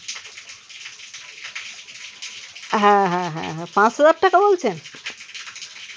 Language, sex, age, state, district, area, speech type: Bengali, male, 30-45, West Bengal, Birbhum, urban, spontaneous